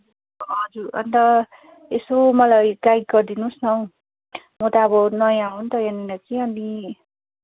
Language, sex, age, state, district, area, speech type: Nepali, female, 18-30, West Bengal, Darjeeling, rural, conversation